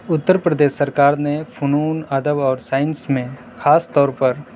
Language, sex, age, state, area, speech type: Urdu, male, 18-30, Uttar Pradesh, urban, spontaneous